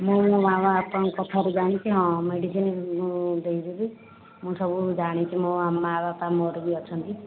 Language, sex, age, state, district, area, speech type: Odia, female, 45-60, Odisha, Jajpur, rural, conversation